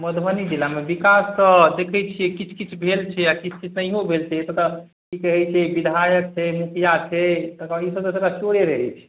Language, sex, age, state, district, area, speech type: Maithili, male, 30-45, Bihar, Madhubani, rural, conversation